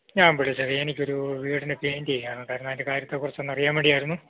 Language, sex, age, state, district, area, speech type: Malayalam, male, 45-60, Kerala, Idukki, rural, conversation